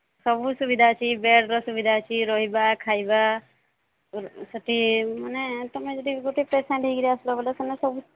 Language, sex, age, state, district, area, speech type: Odia, male, 18-30, Odisha, Sambalpur, rural, conversation